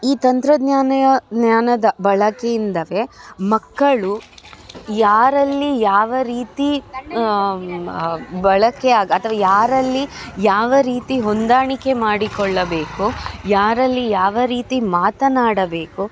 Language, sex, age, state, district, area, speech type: Kannada, female, 30-45, Karnataka, Dakshina Kannada, urban, spontaneous